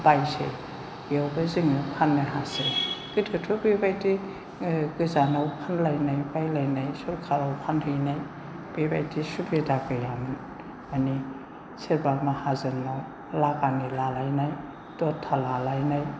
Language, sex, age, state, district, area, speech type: Bodo, female, 60+, Assam, Chirang, rural, spontaneous